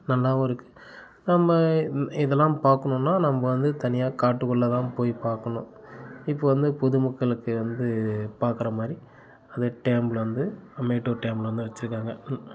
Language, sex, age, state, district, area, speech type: Tamil, male, 30-45, Tamil Nadu, Kallakurichi, urban, spontaneous